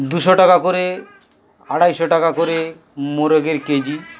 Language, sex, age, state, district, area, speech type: Bengali, male, 60+, West Bengal, Dakshin Dinajpur, urban, spontaneous